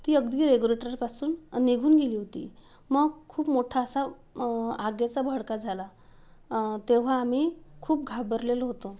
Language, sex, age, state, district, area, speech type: Marathi, female, 30-45, Maharashtra, Wardha, urban, spontaneous